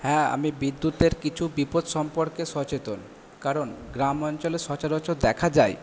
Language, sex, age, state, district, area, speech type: Bengali, male, 18-30, West Bengal, Purba Bardhaman, urban, spontaneous